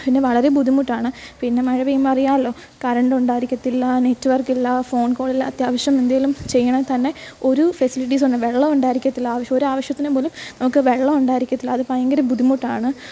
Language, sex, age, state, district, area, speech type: Malayalam, female, 18-30, Kerala, Alappuzha, rural, spontaneous